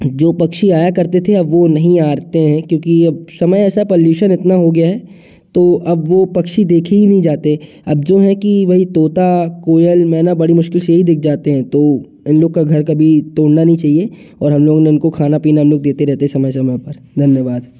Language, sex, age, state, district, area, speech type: Hindi, male, 18-30, Madhya Pradesh, Jabalpur, urban, spontaneous